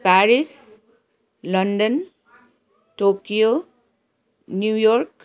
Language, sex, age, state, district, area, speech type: Nepali, female, 30-45, West Bengal, Kalimpong, rural, spontaneous